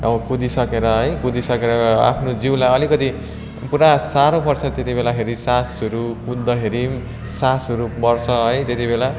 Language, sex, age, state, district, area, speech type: Nepali, male, 18-30, West Bengal, Darjeeling, rural, spontaneous